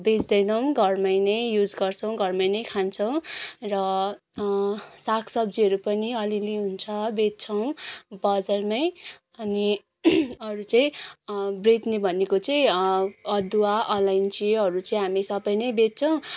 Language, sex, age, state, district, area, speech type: Nepali, female, 18-30, West Bengal, Kalimpong, rural, spontaneous